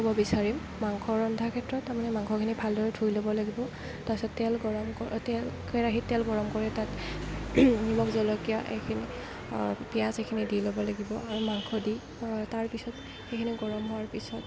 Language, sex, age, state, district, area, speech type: Assamese, female, 18-30, Assam, Kamrup Metropolitan, urban, spontaneous